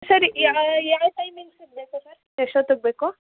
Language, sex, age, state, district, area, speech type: Kannada, female, 18-30, Karnataka, Mysore, rural, conversation